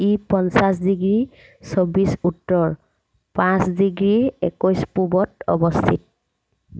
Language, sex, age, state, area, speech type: Assamese, female, 45-60, Assam, rural, read